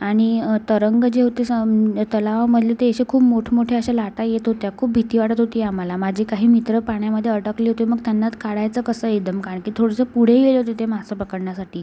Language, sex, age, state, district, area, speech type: Marathi, female, 18-30, Maharashtra, Amravati, urban, spontaneous